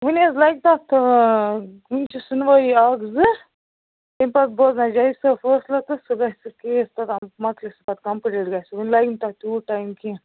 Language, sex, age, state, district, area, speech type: Kashmiri, female, 30-45, Jammu and Kashmir, Baramulla, rural, conversation